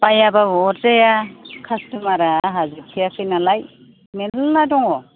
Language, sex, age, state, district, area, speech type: Bodo, female, 30-45, Assam, Kokrajhar, rural, conversation